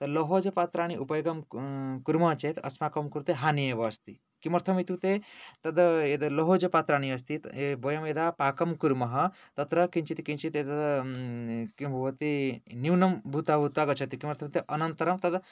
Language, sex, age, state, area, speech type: Sanskrit, male, 18-30, Odisha, rural, spontaneous